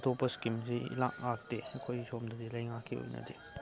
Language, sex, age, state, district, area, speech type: Manipuri, male, 30-45, Manipur, Chandel, rural, spontaneous